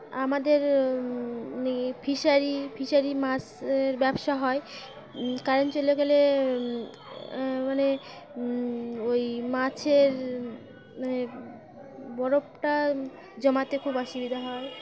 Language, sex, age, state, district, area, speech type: Bengali, female, 18-30, West Bengal, Birbhum, urban, spontaneous